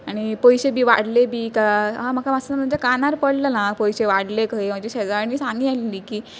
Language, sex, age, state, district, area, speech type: Goan Konkani, female, 18-30, Goa, Pernem, rural, spontaneous